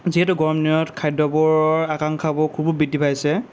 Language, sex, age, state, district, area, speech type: Assamese, male, 18-30, Assam, Lakhimpur, rural, spontaneous